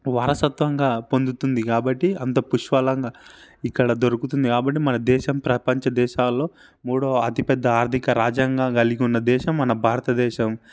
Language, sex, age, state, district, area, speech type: Telugu, male, 18-30, Telangana, Sangareddy, urban, spontaneous